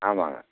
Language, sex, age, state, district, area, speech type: Tamil, male, 60+, Tamil Nadu, Namakkal, rural, conversation